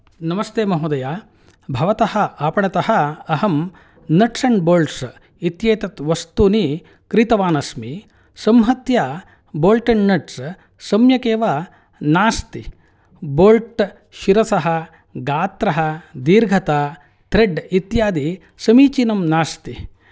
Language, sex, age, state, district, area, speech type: Sanskrit, male, 45-60, Karnataka, Mysore, urban, spontaneous